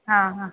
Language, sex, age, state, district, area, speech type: Malayalam, female, 30-45, Kerala, Kollam, rural, conversation